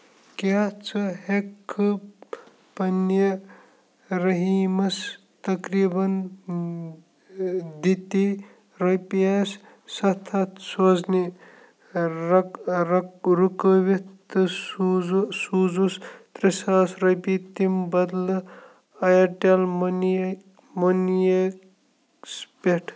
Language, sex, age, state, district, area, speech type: Kashmiri, male, 18-30, Jammu and Kashmir, Kupwara, rural, read